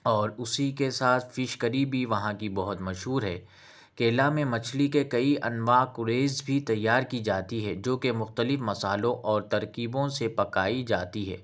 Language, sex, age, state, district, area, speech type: Urdu, male, 30-45, Telangana, Hyderabad, urban, spontaneous